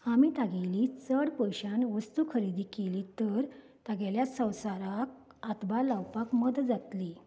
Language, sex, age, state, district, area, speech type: Goan Konkani, female, 45-60, Goa, Canacona, rural, spontaneous